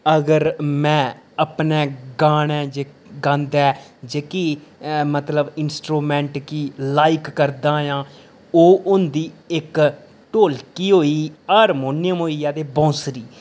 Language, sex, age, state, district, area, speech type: Dogri, male, 30-45, Jammu and Kashmir, Reasi, rural, spontaneous